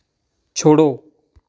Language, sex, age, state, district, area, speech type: Hindi, male, 18-30, Madhya Pradesh, Ujjain, urban, read